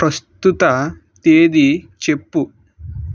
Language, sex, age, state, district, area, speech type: Telugu, male, 30-45, Andhra Pradesh, Vizianagaram, rural, read